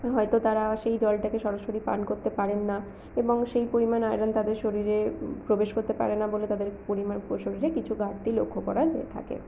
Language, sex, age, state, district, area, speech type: Bengali, female, 45-60, West Bengal, Purulia, urban, spontaneous